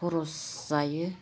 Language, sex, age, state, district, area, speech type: Bodo, female, 45-60, Assam, Kokrajhar, urban, spontaneous